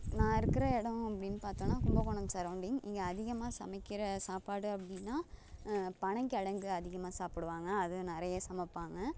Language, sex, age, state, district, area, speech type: Tamil, female, 30-45, Tamil Nadu, Thanjavur, urban, spontaneous